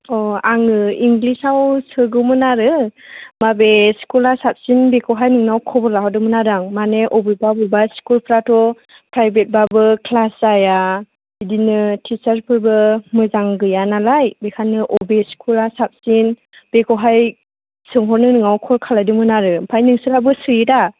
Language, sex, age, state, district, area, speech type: Bodo, female, 18-30, Assam, Chirang, rural, conversation